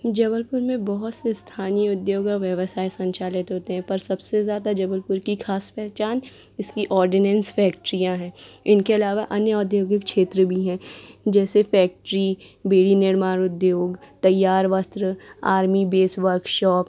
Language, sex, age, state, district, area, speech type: Hindi, female, 18-30, Madhya Pradesh, Jabalpur, urban, spontaneous